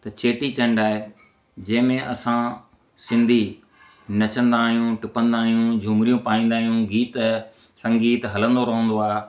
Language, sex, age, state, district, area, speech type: Sindhi, male, 45-60, Gujarat, Kutch, rural, spontaneous